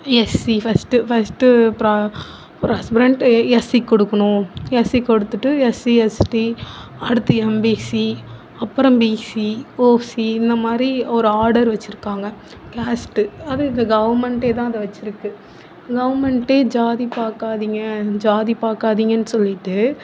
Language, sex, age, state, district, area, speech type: Tamil, female, 18-30, Tamil Nadu, Nagapattinam, rural, spontaneous